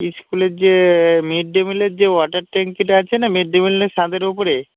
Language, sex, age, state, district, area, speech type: Bengali, male, 45-60, West Bengal, North 24 Parganas, rural, conversation